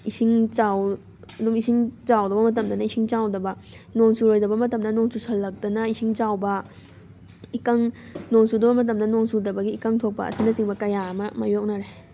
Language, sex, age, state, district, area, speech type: Manipuri, female, 18-30, Manipur, Thoubal, rural, spontaneous